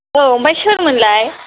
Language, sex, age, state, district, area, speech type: Bodo, female, 18-30, Assam, Kokrajhar, rural, conversation